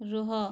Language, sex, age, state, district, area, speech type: Odia, female, 30-45, Odisha, Bargarh, rural, read